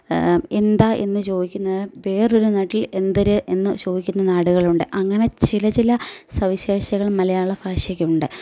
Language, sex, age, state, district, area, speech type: Malayalam, female, 30-45, Kerala, Kottayam, urban, spontaneous